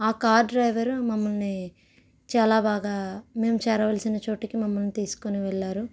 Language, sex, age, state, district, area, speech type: Telugu, female, 18-30, Andhra Pradesh, East Godavari, rural, spontaneous